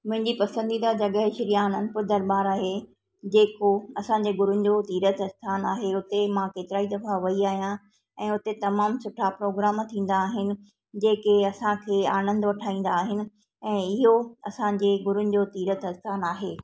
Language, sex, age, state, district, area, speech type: Sindhi, female, 45-60, Maharashtra, Thane, urban, spontaneous